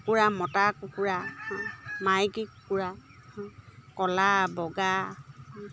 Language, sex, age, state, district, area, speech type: Assamese, female, 30-45, Assam, Dibrugarh, urban, spontaneous